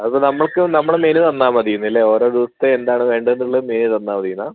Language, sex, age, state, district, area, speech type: Malayalam, female, 60+, Kerala, Kozhikode, urban, conversation